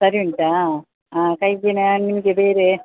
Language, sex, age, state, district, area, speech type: Kannada, female, 60+, Karnataka, Dakshina Kannada, rural, conversation